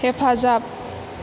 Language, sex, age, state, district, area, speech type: Bodo, female, 18-30, Assam, Chirang, urban, read